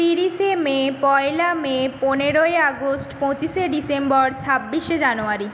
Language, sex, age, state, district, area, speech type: Bengali, female, 18-30, West Bengal, Jhargram, rural, spontaneous